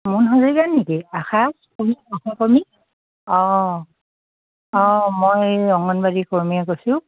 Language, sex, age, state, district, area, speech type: Assamese, female, 45-60, Assam, Dibrugarh, rural, conversation